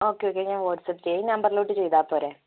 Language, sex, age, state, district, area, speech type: Malayalam, female, 18-30, Kerala, Wayanad, rural, conversation